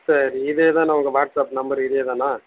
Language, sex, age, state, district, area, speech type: Tamil, male, 18-30, Tamil Nadu, Kallakurichi, rural, conversation